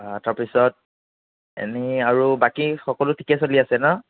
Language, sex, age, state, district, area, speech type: Assamese, male, 45-60, Assam, Nagaon, rural, conversation